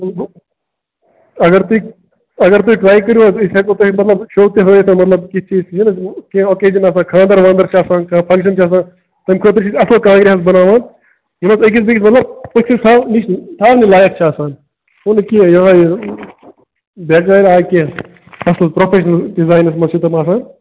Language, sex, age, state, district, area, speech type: Kashmiri, male, 30-45, Jammu and Kashmir, Bandipora, rural, conversation